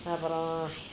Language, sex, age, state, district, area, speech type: Tamil, female, 60+, Tamil Nadu, Krishnagiri, rural, spontaneous